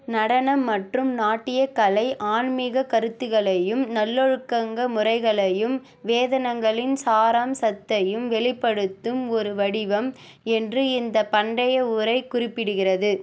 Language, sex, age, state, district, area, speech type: Tamil, female, 18-30, Tamil Nadu, Vellore, urban, read